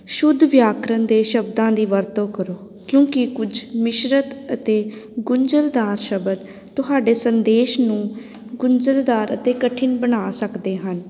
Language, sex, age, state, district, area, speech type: Punjabi, female, 18-30, Punjab, Patiala, urban, spontaneous